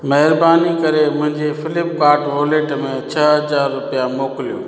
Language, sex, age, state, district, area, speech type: Sindhi, male, 45-60, Gujarat, Junagadh, urban, read